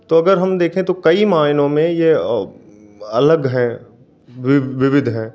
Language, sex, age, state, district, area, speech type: Hindi, male, 18-30, Delhi, New Delhi, urban, spontaneous